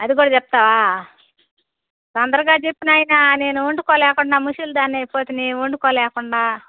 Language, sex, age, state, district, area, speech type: Telugu, female, 60+, Andhra Pradesh, Nellore, rural, conversation